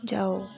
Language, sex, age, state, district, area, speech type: Dogri, female, 30-45, Jammu and Kashmir, Udhampur, rural, read